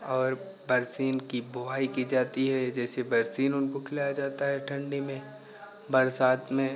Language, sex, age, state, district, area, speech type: Hindi, male, 18-30, Uttar Pradesh, Pratapgarh, rural, spontaneous